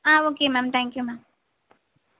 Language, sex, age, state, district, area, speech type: Tamil, female, 18-30, Tamil Nadu, Vellore, urban, conversation